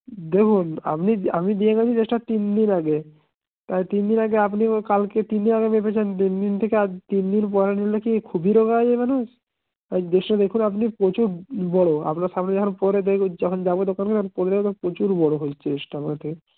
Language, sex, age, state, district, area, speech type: Bengali, male, 18-30, West Bengal, Purba Medinipur, rural, conversation